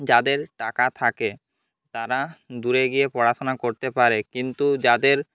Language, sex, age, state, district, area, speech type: Bengali, male, 18-30, West Bengal, Jhargram, rural, spontaneous